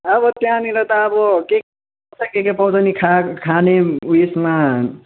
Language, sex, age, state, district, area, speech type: Nepali, male, 18-30, West Bengal, Kalimpong, rural, conversation